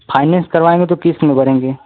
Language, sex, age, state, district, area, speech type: Hindi, male, 18-30, Uttar Pradesh, Mau, rural, conversation